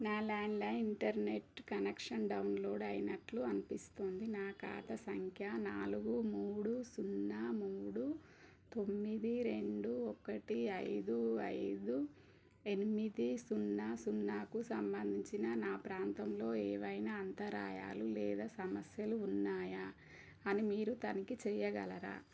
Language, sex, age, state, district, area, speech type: Telugu, female, 30-45, Telangana, Warangal, rural, read